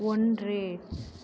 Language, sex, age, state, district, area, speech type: Tamil, female, 18-30, Tamil Nadu, Mayiladuthurai, urban, read